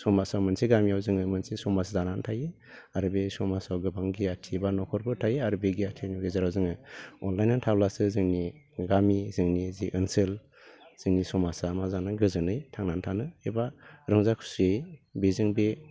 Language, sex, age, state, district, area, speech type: Bodo, male, 45-60, Assam, Baksa, urban, spontaneous